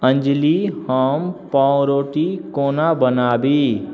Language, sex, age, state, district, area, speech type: Maithili, male, 18-30, Bihar, Darbhanga, urban, read